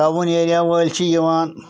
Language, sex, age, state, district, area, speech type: Kashmiri, male, 30-45, Jammu and Kashmir, Srinagar, urban, spontaneous